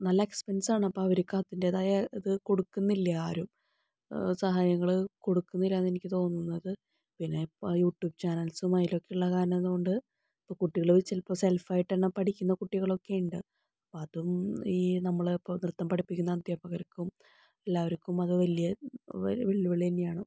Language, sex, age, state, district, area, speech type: Malayalam, female, 30-45, Kerala, Palakkad, rural, spontaneous